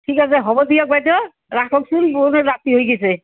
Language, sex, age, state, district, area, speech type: Assamese, female, 45-60, Assam, Goalpara, rural, conversation